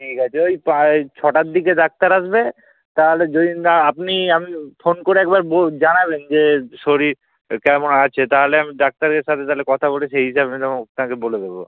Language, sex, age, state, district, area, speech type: Bengali, male, 18-30, West Bengal, Kolkata, urban, conversation